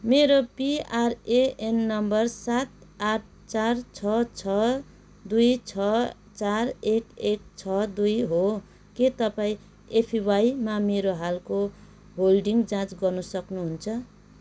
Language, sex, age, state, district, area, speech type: Nepali, female, 30-45, West Bengal, Darjeeling, rural, read